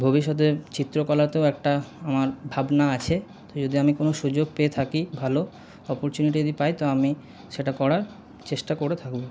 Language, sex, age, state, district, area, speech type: Bengali, male, 30-45, West Bengal, Paschim Bardhaman, urban, spontaneous